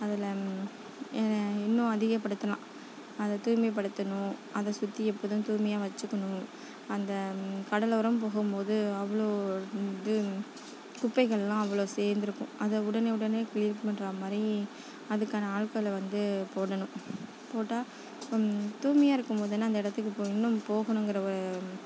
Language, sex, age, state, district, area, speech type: Tamil, female, 30-45, Tamil Nadu, Nagapattinam, rural, spontaneous